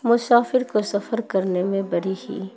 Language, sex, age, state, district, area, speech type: Urdu, female, 45-60, Bihar, Khagaria, rural, spontaneous